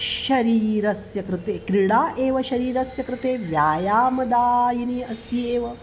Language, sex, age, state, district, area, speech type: Sanskrit, female, 45-60, Maharashtra, Nagpur, urban, spontaneous